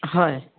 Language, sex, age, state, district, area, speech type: Assamese, female, 60+, Assam, Dhemaji, rural, conversation